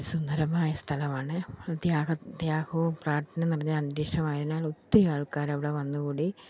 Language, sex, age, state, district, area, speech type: Malayalam, female, 45-60, Kerala, Pathanamthitta, rural, spontaneous